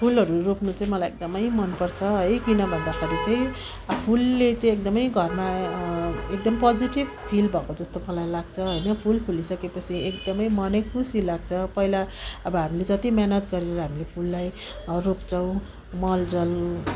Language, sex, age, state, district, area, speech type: Nepali, female, 45-60, West Bengal, Darjeeling, rural, spontaneous